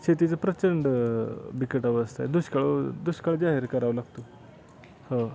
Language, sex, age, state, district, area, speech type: Marathi, male, 18-30, Maharashtra, Satara, rural, spontaneous